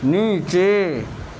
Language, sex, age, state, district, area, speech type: Urdu, male, 30-45, Delhi, Central Delhi, urban, read